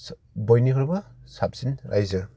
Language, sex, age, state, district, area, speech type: Bodo, male, 30-45, Assam, Kokrajhar, rural, spontaneous